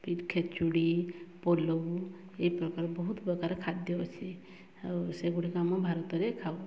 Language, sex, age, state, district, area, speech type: Odia, female, 30-45, Odisha, Mayurbhanj, rural, spontaneous